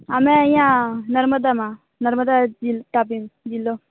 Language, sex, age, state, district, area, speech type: Gujarati, female, 18-30, Gujarat, Narmada, urban, conversation